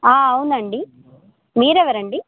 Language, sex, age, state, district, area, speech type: Telugu, female, 18-30, Telangana, Khammam, urban, conversation